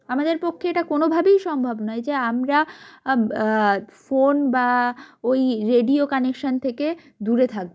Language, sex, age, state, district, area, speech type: Bengali, female, 18-30, West Bengal, North 24 Parganas, rural, spontaneous